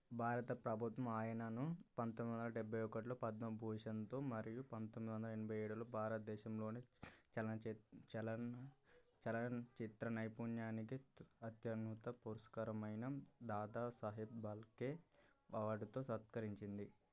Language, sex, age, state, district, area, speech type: Telugu, male, 18-30, Telangana, Mancherial, rural, read